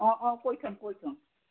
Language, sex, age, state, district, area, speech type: Assamese, female, 60+, Assam, Udalguri, rural, conversation